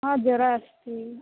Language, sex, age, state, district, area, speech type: Kannada, female, 18-30, Karnataka, Dharwad, urban, conversation